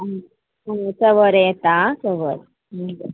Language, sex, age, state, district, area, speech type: Goan Konkani, female, 30-45, Goa, Murmgao, rural, conversation